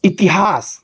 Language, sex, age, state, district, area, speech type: Hindi, male, 45-60, Uttar Pradesh, Ghazipur, rural, spontaneous